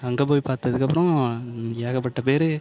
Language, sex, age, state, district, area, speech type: Tamil, male, 30-45, Tamil Nadu, Mayiladuthurai, urban, spontaneous